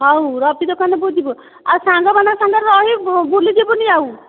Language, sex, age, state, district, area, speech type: Odia, female, 60+, Odisha, Nayagarh, rural, conversation